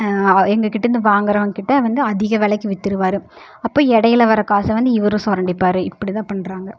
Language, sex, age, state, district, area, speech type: Tamil, female, 18-30, Tamil Nadu, Erode, rural, spontaneous